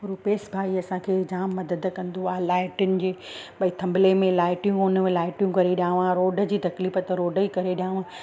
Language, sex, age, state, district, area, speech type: Sindhi, female, 45-60, Gujarat, Surat, urban, spontaneous